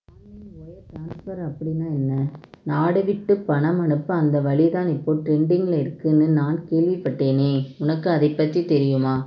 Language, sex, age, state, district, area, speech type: Tamil, female, 30-45, Tamil Nadu, Madurai, urban, read